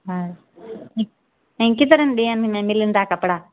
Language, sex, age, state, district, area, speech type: Sindhi, female, 30-45, Delhi, South Delhi, urban, conversation